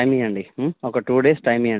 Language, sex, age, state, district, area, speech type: Telugu, male, 30-45, Telangana, Karimnagar, rural, conversation